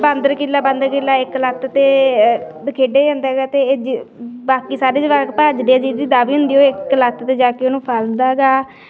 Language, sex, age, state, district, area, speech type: Punjabi, female, 18-30, Punjab, Bathinda, rural, spontaneous